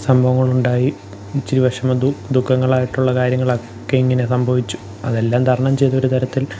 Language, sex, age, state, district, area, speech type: Malayalam, male, 18-30, Kerala, Pathanamthitta, rural, spontaneous